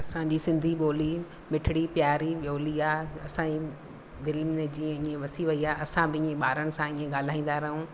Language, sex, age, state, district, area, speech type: Sindhi, female, 45-60, Madhya Pradesh, Katni, rural, spontaneous